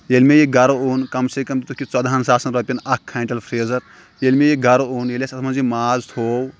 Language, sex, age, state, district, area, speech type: Kashmiri, male, 18-30, Jammu and Kashmir, Kulgam, rural, spontaneous